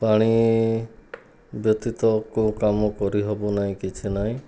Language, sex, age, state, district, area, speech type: Odia, male, 30-45, Odisha, Kandhamal, rural, spontaneous